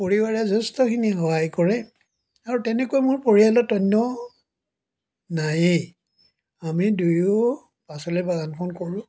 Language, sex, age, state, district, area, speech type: Assamese, male, 60+, Assam, Dibrugarh, rural, spontaneous